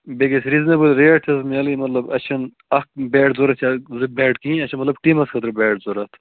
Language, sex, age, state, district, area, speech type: Kashmiri, male, 18-30, Jammu and Kashmir, Bandipora, rural, conversation